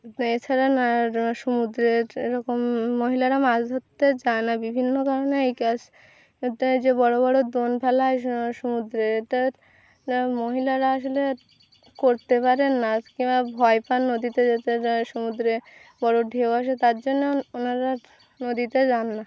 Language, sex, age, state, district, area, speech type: Bengali, female, 18-30, West Bengal, Birbhum, urban, spontaneous